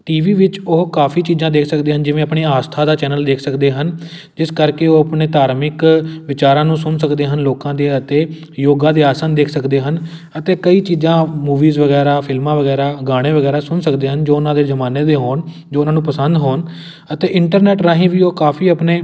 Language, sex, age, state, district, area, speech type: Punjabi, male, 18-30, Punjab, Amritsar, urban, spontaneous